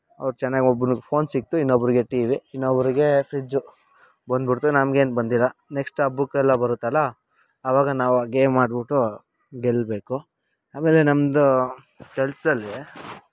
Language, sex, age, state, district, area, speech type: Kannada, male, 30-45, Karnataka, Bangalore Rural, rural, spontaneous